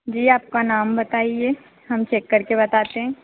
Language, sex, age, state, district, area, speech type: Hindi, female, 18-30, Madhya Pradesh, Harda, urban, conversation